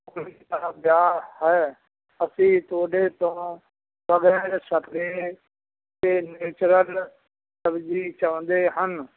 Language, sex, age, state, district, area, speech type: Punjabi, male, 60+, Punjab, Bathinda, urban, conversation